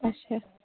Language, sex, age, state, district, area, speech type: Kashmiri, female, 18-30, Jammu and Kashmir, Ganderbal, rural, conversation